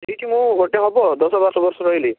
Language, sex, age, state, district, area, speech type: Odia, male, 30-45, Odisha, Bhadrak, rural, conversation